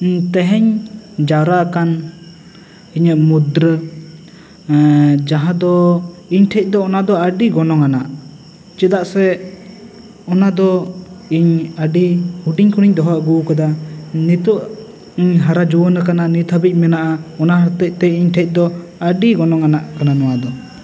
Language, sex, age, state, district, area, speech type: Santali, male, 18-30, West Bengal, Bankura, rural, spontaneous